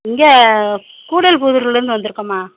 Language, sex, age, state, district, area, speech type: Tamil, female, 60+, Tamil Nadu, Madurai, urban, conversation